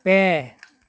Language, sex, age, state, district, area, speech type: Santali, male, 60+, West Bengal, Bankura, rural, read